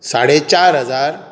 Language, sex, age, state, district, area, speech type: Goan Konkani, male, 18-30, Goa, Bardez, urban, spontaneous